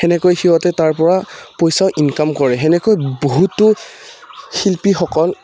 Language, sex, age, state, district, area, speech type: Assamese, male, 18-30, Assam, Udalguri, rural, spontaneous